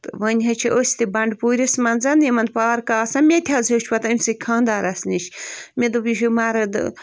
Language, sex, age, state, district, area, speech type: Kashmiri, female, 18-30, Jammu and Kashmir, Bandipora, rural, spontaneous